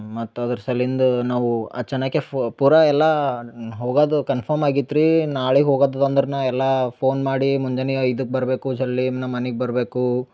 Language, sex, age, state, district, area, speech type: Kannada, male, 18-30, Karnataka, Bidar, urban, spontaneous